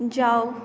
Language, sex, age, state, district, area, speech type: Maithili, female, 18-30, Bihar, Madhubani, rural, read